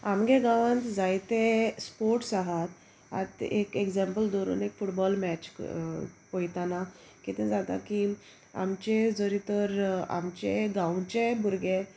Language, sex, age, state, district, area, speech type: Goan Konkani, female, 30-45, Goa, Salcete, rural, spontaneous